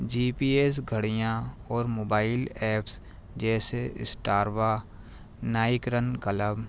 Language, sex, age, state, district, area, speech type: Urdu, male, 30-45, Delhi, New Delhi, urban, spontaneous